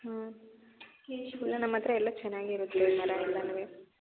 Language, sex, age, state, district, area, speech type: Kannada, female, 18-30, Karnataka, Mandya, rural, conversation